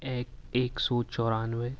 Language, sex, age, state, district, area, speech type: Urdu, male, 18-30, Uttar Pradesh, Ghaziabad, urban, spontaneous